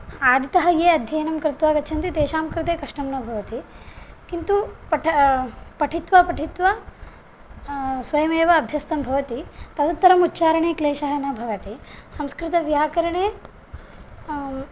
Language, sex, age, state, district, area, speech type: Sanskrit, female, 18-30, Karnataka, Bagalkot, rural, spontaneous